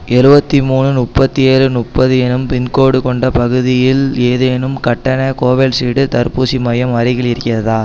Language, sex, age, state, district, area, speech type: Tamil, female, 18-30, Tamil Nadu, Mayiladuthurai, urban, read